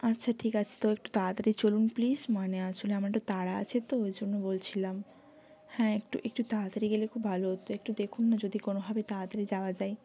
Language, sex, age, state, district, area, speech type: Bengali, female, 18-30, West Bengal, Jalpaiguri, rural, spontaneous